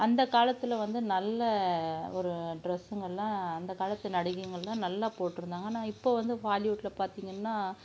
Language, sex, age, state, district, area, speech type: Tamil, female, 45-60, Tamil Nadu, Krishnagiri, rural, spontaneous